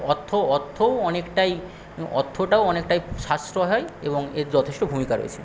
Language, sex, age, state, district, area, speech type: Bengali, male, 45-60, West Bengal, Paschim Medinipur, rural, spontaneous